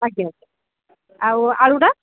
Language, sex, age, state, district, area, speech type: Odia, female, 30-45, Odisha, Koraput, urban, conversation